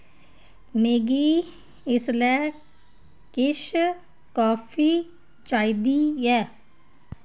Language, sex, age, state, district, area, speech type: Dogri, female, 30-45, Jammu and Kashmir, Kathua, rural, read